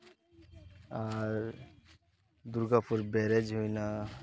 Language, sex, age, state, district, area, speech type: Santali, male, 18-30, West Bengal, Purba Bardhaman, rural, spontaneous